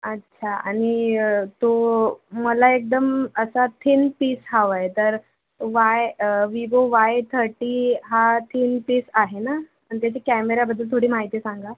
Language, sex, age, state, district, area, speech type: Marathi, female, 18-30, Maharashtra, Thane, urban, conversation